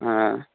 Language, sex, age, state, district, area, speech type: Bengali, male, 30-45, West Bengal, Nadia, rural, conversation